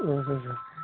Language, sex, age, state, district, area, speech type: Kashmiri, male, 30-45, Jammu and Kashmir, Bandipora, rural, conversation